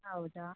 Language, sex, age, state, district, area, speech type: Kannada, female, 30-45, Karnataka, Udupi, rural, conversation